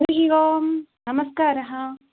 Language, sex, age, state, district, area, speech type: Sanskrit, female, 30-45, Andhra Pradesh, East Godavari, rural, conversation